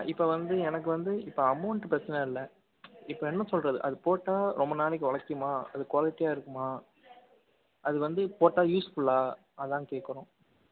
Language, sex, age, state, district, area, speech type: Tamil, male, 18-30, Tamil Nadu, Perambalur, urban, conversation